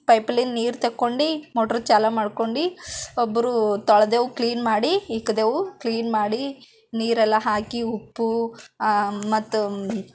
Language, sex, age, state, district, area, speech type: Kannada, female, 18-30, Karnataka, Bidar, urban, spontaneous